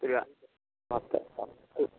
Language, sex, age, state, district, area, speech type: Malayalam, male, 45-60, Kerala, Kottayam, rural, conversation